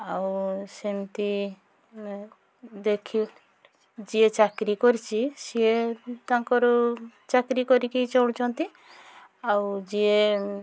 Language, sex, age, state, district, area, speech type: Odia, female, 45-60, Odisha, Mayurbhanj, rural, spontaneous